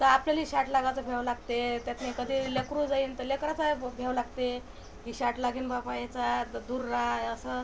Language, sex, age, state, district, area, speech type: Marathi, female, 45-60, Maharashtra, Washim, rural, spontaneous